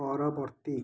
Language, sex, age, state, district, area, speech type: Odia, male, 18-30, Odisha, Ganjam, urban, read